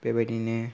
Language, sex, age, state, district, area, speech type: Bodo, male, 18-30, Assam, Kokrajhar, rural, spontaneous